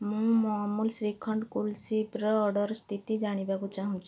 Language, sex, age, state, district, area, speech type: Odia, female, 30-45, Odisha, Cuttack, urban, read